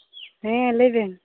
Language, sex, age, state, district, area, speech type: Santali, female, 18-30, West Bengal, Birbhum, rural, conversation